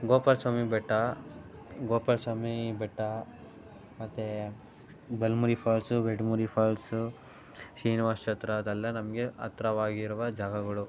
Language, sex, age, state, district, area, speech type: Kannada, male, 18-30, Karnataka, Mandya, rural, spontaneous